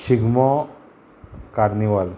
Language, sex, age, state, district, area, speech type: Goan Konkani, male, 30-45, Goa, Murmgao, rural, spontaneous